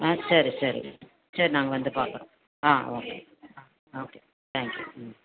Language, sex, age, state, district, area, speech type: Tamil, female, 60+, Tamil Nadu, Tenkasi, urban, conversation